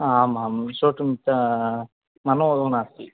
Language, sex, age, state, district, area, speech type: Sanskrit, male, 18-30, Karnataka, Dakshina Kannada, rural, conversation